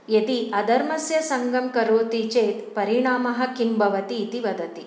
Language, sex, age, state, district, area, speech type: Sanskrit, female, 45-60, Karnataka, Shimoga, urban, spontaneous